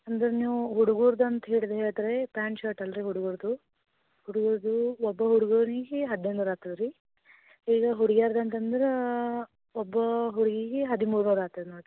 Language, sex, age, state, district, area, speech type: Kannada, female, 18-30, Karnataka, Gulbarga, urban, conversation